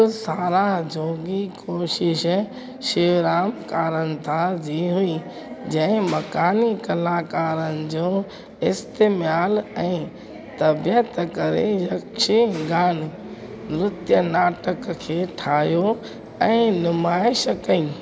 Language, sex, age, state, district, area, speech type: Sindhi, female, 45-60, Gujarat, Junagadh, rural, read